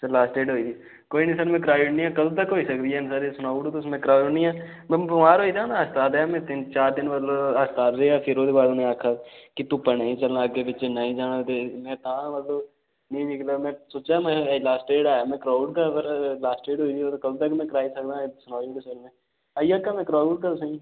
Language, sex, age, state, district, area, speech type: Dogri, male, 18-30, Jammu and Kashmir, Udhampur, rural, conversation